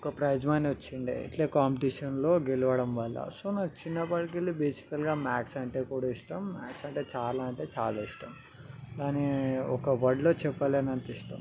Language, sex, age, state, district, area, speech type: Telugu, male, 18-30, Telangana, Ranga Reddy, urban, spontaneous